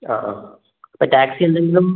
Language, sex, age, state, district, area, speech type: Malayalam, male, 18-30, Kerala, Wayanad, rural, conversation